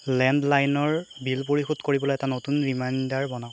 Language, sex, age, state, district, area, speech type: Assamese, male, 18-30, Assam, Darrang, rural, read